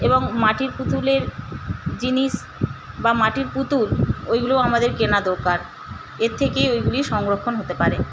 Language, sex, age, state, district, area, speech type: Bengali, female, 45-60, West Bengal, Paschim Medinipur, rural, spontaneous